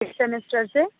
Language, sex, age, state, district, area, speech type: Urdu, female, 30-45, Uttar Pradesh, Aligarh, rural, conversation